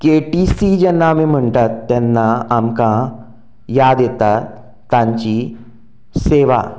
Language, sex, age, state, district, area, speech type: Goan Konkani, male, 30-45, Goa, Canacona, rural, spontaneous